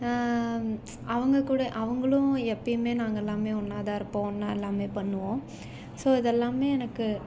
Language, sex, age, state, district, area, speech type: Tamil, female, 18-30, Tamil Nadu, Salem, urban, spontaneous